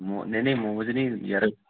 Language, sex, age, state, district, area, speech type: Punjabi, male, 30-45, Punjab, Hoshiarpur, rural, conversation